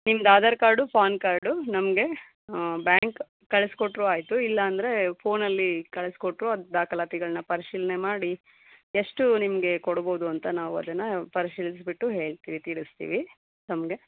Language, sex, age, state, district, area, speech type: Kannada, female, 30-45, Karnataka, Chikkaballapur, urban, conversation